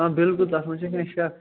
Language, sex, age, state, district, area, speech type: Kashmiri, male, 18-30, Jammu and Kashmir, Srinagar, rural, conversation